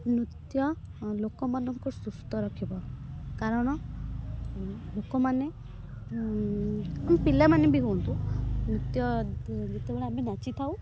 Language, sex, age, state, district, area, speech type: Odia, female, 18-30, Odisha, Kendrapara, urban, spontaneous